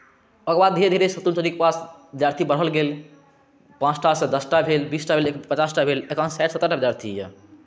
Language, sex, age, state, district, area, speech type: Maithili, male, 18-30, Bihar, Saharsa, rural, spontaneous